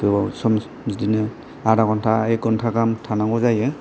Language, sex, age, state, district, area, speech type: Bodo, male, 30-45, Assam, Kokrajhar, rural, spontaneous